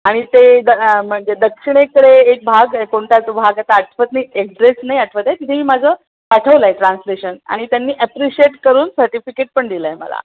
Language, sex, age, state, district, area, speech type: Marathi, female, 45-60, Maharashtra, Pune, urban, conversation